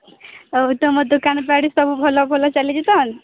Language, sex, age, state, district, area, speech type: Odia, female, 30-45, Odisha, Sambalpur, rural, conversation